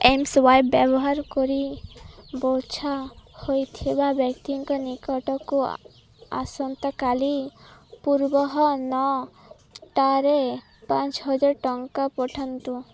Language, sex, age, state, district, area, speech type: Odia, female, 18-30, Odisha, Malkangiri, urban, read